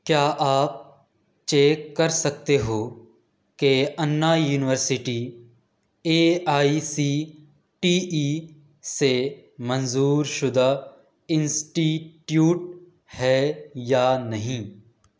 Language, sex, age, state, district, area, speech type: Urdu, male, 18-30, Delhi, East Delhi, urban, read